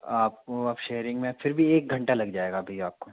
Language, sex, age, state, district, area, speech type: Hindi, male, 45-60, Madhya Pradesh, Bhopal, urban, conversation